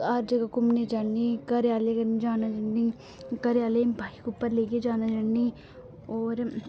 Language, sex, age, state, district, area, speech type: Dogri, female, 18-30, Jammu and Kashmir, Reasi, rural, spontaneous